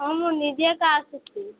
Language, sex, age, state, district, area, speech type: Odia, female, 18-30, Odisha, Malkangiri, urban, conversation